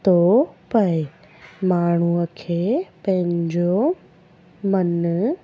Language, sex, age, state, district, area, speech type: Sindhi, female, 18-30, Gujarat, Junagadh, urban, spontaneous